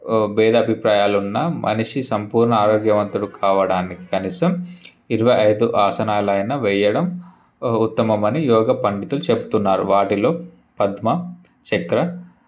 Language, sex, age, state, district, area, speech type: Telugu, male, 18-30, Telangana, Ranga Reddy, urban, spontaneous